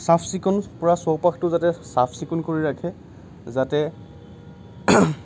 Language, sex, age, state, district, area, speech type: Assamese, male, 30-45, Assam, Kamrup Metropolitan, rural, spontaneous